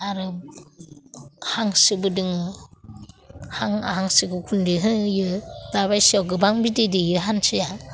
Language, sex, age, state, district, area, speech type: Bodo, female, 45-60, Assam, Udalguri, urban, spontaneous